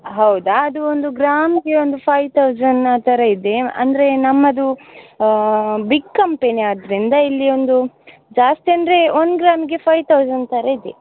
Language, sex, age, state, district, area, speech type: Kannada, female, 18-30, Karnataka, Dakshina Kannada, rural, conversation